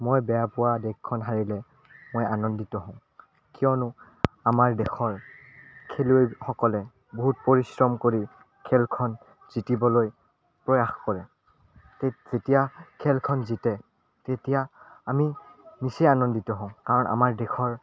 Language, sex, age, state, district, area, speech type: Assamese, male, 18-30, Assam, Udalguri, rural, spontaneous